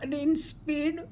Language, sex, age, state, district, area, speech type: Telugu, female, 45-60, Telangana, Warangal, rural, spontaneous